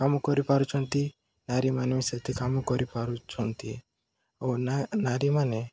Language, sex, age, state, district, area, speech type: Odia, male, 18-30, Odisha, Koraput, urban, spontaneous